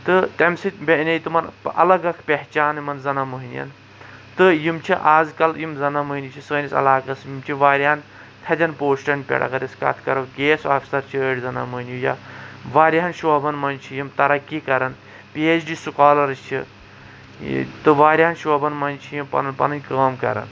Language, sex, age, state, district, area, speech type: Kashmiri, male, 45-60, Jammu and Kashmir, Kulgam, rural, spontaneous